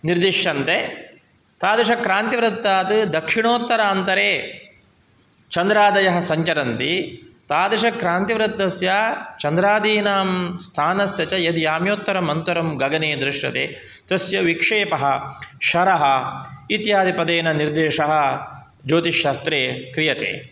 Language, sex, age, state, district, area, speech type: Sanskrit, male, 45-60, Karnataka, Udupi, urban, spontaneous